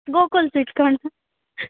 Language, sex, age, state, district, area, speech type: Maithili, female, 18-30, Bihar, Supaul, rural, conversation